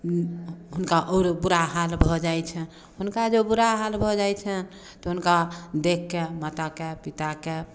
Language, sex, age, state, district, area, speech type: Maithili, female, 60+, Bihar, Samastipur, rural, spontaneous